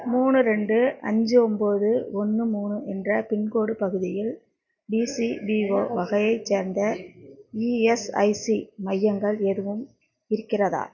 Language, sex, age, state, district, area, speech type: Tamil, female, 45-60, Tamil Nadu, Nagapattinam, rural, read